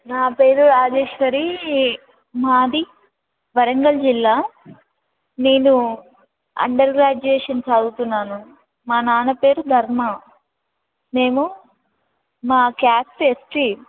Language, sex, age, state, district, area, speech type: Telugu, female, 18-30, Telangana, Warangal, rural, conversation